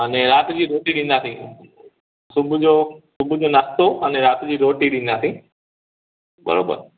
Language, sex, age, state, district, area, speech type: Sindhi, male, 30-45, Gujarat, Kutch, rural, conversation